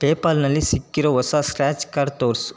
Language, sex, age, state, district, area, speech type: Kannada, male, 30-45, Karnataka, Chitradurga, rural, read